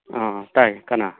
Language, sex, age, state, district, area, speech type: Manipuri, male, 45-60, Manipur, Churachandpur, rural, conversation